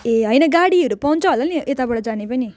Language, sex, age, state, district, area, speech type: Nepali, female, 18-30, West Bengal, Jalpaiguri, rural, spontaneous